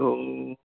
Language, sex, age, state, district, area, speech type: Manipuri, male, 18-30, Manipur, Kangpokpi, urban, conversation